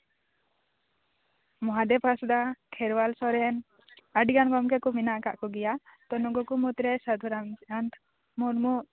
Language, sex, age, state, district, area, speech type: Santali, female, 18-30, West Bengal, Paschim Bardhaman, rural, conversation